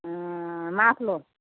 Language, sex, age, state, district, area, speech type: Nepali, female, 60+, West Bengal, Kalimpong, rural, conversation